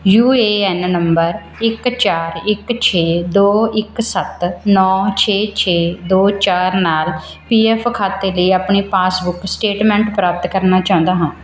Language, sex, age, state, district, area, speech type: Punjabi, female, 30-45, Punjab, Mansa, urban, read